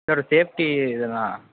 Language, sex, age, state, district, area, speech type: Tamil, male, 18-30, Tamil Nadu, Sivaganga, rural, conversation